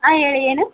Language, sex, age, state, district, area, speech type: Kannada, female, 30-45, Karnataka, Vijayanagara, rural, conversation